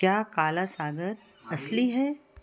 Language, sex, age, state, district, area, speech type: Hindi, female, 60+, Madhya Pradesh, Betul, urban, read